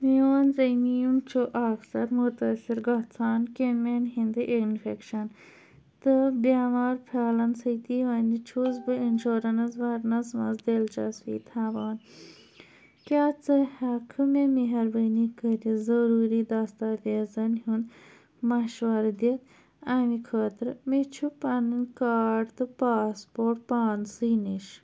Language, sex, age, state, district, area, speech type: Kashmiri, female, 30-45, Jammu and Kashmir, Anantnag, urban, read